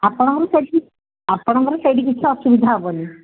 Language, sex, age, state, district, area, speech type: Odia, female, 60+, Odisha, Gajapati, rural, conversation